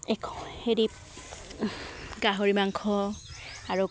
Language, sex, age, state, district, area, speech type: Assamese, female, 30-45, Assam, Udalguri, rural, spontaneous